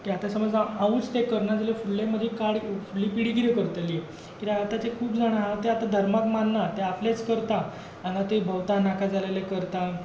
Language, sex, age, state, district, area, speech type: Goan Konkani, male, 18-30, Goa, Tiswadi, rural, spontaneous